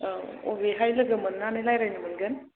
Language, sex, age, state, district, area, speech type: Bodo, female, 45-60, Assam, Chirang, urban, conversation